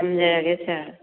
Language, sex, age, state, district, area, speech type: Manipuri, female, 45-60, Manipur, Kakching, rural, conversation